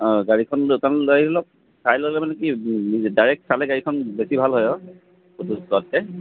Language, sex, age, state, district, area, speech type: Assamese, male, 45-60, Assam, Charaideo, urban, conversation